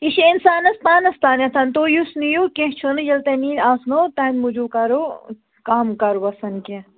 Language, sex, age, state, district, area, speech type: Kashmiri, male, 18-30, Jammu and Kashmir, Budgam, rural, conversation